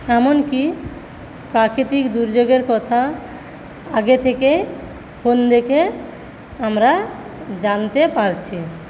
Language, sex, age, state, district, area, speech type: Bengali, female, 45-60, West Bengal, Paschim Medinipur, rural, spontaneous